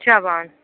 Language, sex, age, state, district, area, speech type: Kashmiri, female, 45-60, Jammu and Kashmir, Srinagar, urban, conversation